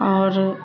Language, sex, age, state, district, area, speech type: Urdu, female, 30-45, Bihar, Darbhanga, urban, spontaneous